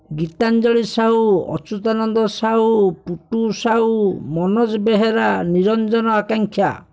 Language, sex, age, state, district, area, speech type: Odia, male, 45-60, Odisha, Bhadrak, rural, spontaneous